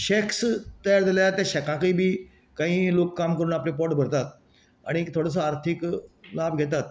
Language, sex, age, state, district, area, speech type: Goan Konkani, male, 60+, Goa, Canacona, rural, spontaneous